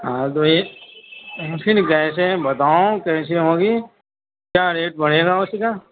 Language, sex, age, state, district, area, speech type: Urdu, male, 60+, Delhi, Central Delhi, rural, conversation